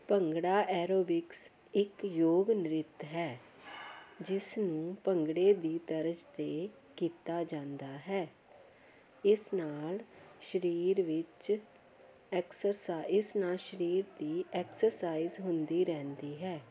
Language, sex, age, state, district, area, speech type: Punjabi, female, 45-60, Punjab, Jalandhar, urban, spontaneous